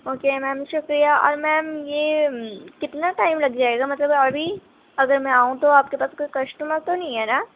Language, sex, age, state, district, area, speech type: Urdu, female, 30-45, Delhi, Central Delhi, rural, conversation